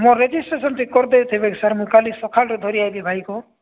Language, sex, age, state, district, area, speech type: Odia, male, 45-60, Odisha, Nabarangpur, rural, conversation